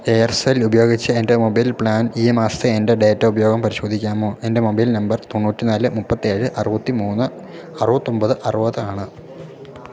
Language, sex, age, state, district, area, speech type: Malayalam, male, 18-30, Kerala, Idukki, rural, read